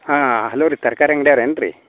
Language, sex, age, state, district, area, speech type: Kannada, male, 30-45, Karnataka, Vijayapura, rural, conversation